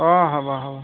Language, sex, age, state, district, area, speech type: Assamese, male, 60+, Assam, Golaghat, rural, conversation